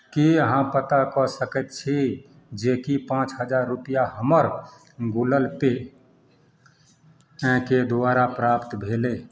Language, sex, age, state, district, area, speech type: Maithili, male, 45-60, Bihar, Madhepura, rural, read